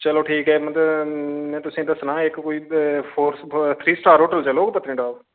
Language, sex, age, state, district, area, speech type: Dogri, male, 30-45, Jammu and Kashmir, Reasi, urban, conversation